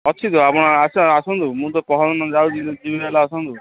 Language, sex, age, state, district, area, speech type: Odia, male, 45-60, Odisha, Gajapati, rural, conversation